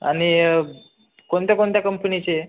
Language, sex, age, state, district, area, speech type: Marathi, male, 18-30, Maharashtra, Buldhana, urban, conversation